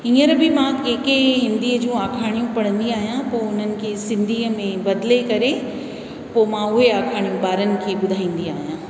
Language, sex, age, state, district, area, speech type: Sindhi, female, 60+, Rajasthan, Ajmer, urban, spontaneous